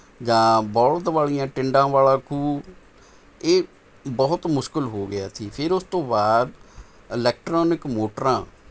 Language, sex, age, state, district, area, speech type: Punjabi, male, 60+, Punjab, Mohali, urban, spontaneous